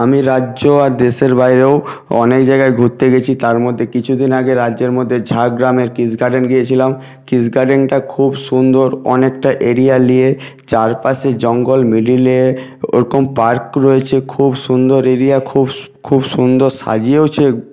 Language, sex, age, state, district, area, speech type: Bengali, male, 60+, West Bengal, Jhargram, rural, spontaneous